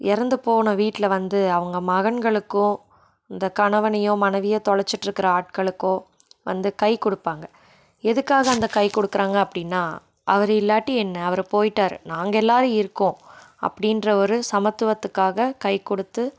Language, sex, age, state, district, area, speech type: Tamil, female, 18-30, Tamil Nadu, Coimbatore, rural, spontaneous